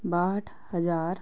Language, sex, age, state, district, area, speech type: Punjabi, female, 18-30, Punjab, Patiala, rural, spontaneous